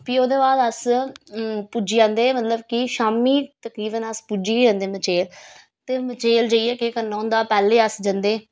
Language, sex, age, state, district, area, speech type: Dogri, female, 30-45, Jammu and Kashmir, Reasi, rural, spontaneous